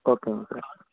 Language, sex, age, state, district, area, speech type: Tamil, male, 18-30, Tamil Nadu, Erode, rural, conversation